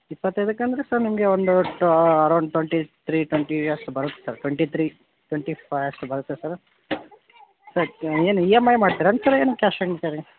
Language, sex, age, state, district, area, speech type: Kannada, male, 18-30, Karnataka, Koppal, rural, conversation